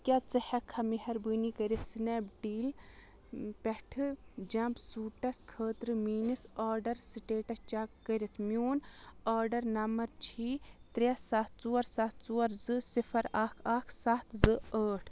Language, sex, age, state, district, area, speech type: Kashmiri, female, 18-30, Jammu and Kashmir, Ganderbal, rural, read